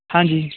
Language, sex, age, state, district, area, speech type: Punjabi, male, 18-30, Punjab, Kapurthala, urban, conversation